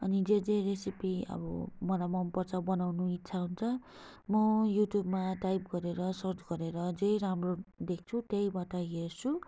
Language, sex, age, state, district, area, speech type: Nepali, female, 30-45, West Bengal, Darjeeling, rural, spontaneous